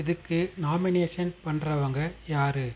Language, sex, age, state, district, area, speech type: Tamil, male, 30-45, Tamil Nadu, Madurai, urban, read